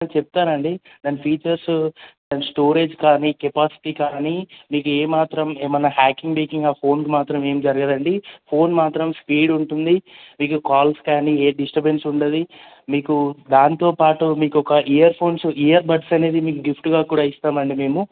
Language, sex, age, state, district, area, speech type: Telugu, male, 18-30, Telangana, Medak, rural, conversation